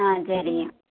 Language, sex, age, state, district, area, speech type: Telugu, female, 30-45, Andhra Pradesh, Kadapa, rural, conversation